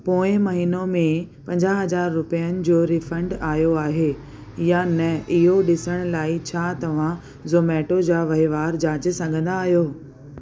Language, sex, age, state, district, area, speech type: Sindhi, female, 30-45, Delhi, South Delhi, urban, read